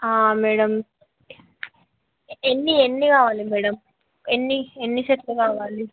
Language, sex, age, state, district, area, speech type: Telugu, female, 18-30, Telangana, Peddapalli, rural, conversation